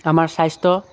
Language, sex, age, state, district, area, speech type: Assamese, male, 18-30, Assam, Lakhimpur, urban, spontaneous